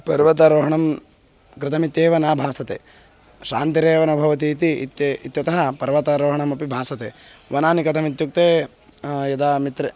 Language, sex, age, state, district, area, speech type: Sanskrit, male, 18-30, Karnataka, Bangalore Rural, urban, spontaneous